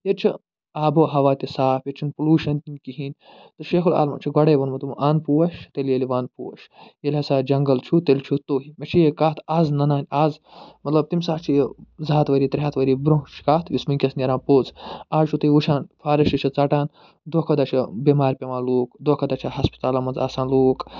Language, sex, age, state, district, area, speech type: Kashmiri, male, 45-60, Jammu and Kashmir, Budgam, urban, spontaneous